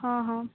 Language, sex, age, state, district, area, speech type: Odia, female, 18-30, Odisha, Nabarangpur, urban, conversation